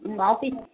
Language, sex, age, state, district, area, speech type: Tamil, female, 18-30, Tamil Nadu, Madurai, urban, conversation